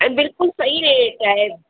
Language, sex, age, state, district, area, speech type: Sindhi, female, 60+, Uttar Pradesh, Lucknow, rural, conversation